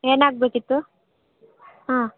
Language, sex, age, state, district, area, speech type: Kannada, female, 18-30, Karnataka, Davanagere, rural, conversation